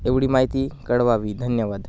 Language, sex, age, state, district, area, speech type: Marathi, male, 18-30, Maharashtra, Gadchiroli, rural, spontaneous